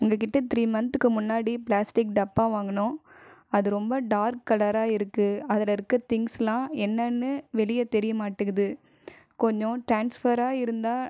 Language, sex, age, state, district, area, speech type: Tamil, female, 18-30, Tamil Nadu, Viluppuram, urban, spontaneous